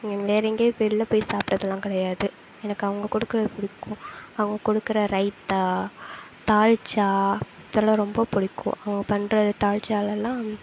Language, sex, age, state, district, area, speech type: Tamil, female, 18-30, Tamil Nadu, Sivaganga, rural, spontaneous